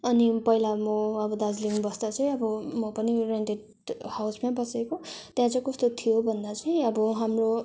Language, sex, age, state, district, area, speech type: Nepali, female, 18-30, West Bengal, Darjeeling, rural, spontaneous